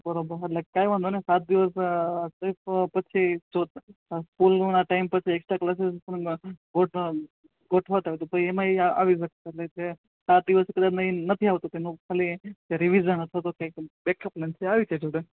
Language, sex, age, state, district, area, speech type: Gujarati, male, 18-30, Gujarat, Ahmedabad, urban, conversation